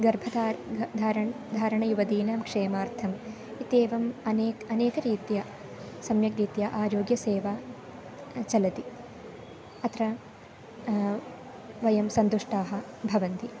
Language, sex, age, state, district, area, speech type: Sanskrit, female, 18-30, Kerala, Palakkad, rural, spontaneous